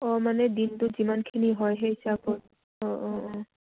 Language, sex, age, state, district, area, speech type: Assamese, female, 18-30, Assam, Udalguri, rural, conversation